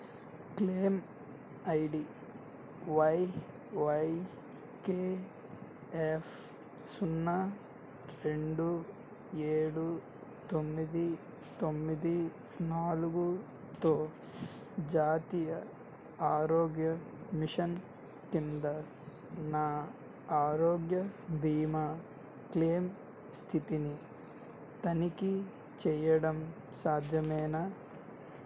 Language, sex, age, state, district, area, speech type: Telugu, male, 18-30, Andhra Pradesh, N T Rama Rao, urban, read